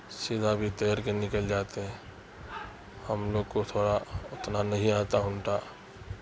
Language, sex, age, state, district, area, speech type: Urdu, male, 45-60, Bihar, Darbhanga, rural, spontaneous